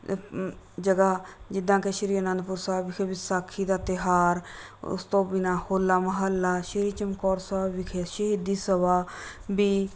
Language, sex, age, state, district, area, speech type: Punjabi, female, 30-45, Punjab, Rupnagar, rural, spontaneous